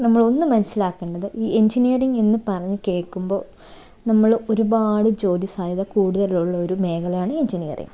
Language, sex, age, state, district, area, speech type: Malayalam, female, 18-30, Kerala, Thiruvananthapuram, rural, spontaneous